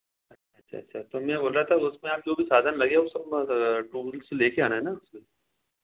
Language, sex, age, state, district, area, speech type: Hindi, male, 30-45, Madhya Pradesh, Ujjain, urban, conversation